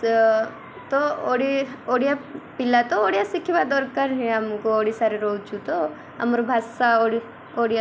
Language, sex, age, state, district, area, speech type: Odia, female, 18-30, Odisha, Koraput, urban, spontaneous